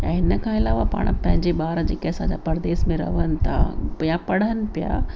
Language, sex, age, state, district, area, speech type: Sindhi, female, 45-60, Gujarat, Kutch, rural, spontaneous